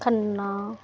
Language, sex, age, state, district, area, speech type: Punjabi, female, 30-45, Punjab, Ludhiana, urban, spontaneous